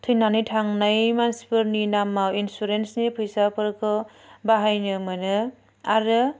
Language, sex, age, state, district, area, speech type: Bodo, female, 30-45, Assam, Chirang, rural, spontaneous